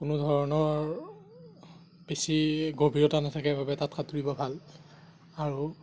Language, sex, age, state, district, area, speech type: Assamese, male, 30-45, Assam, Darrang, rural, spontaneous